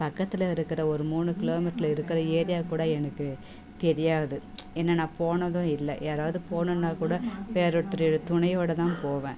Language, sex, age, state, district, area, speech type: Tamil, female, 30-45, Tamil Nadu, Tirupattur, rural, spontaneous